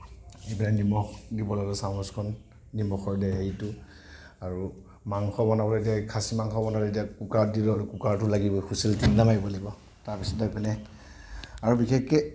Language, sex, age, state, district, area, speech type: Assamese, male, 45-60, Assam, Nagaon, rural, spontaneous